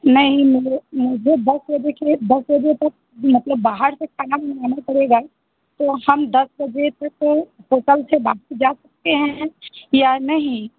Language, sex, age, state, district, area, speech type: Hindi, female, 30-45, Bihar, Muzaffarpur, rural, conversation